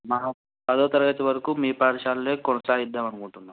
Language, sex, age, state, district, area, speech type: Telugu, male, 18-30, Andhra Pradesh, Anantapur, urban, conversation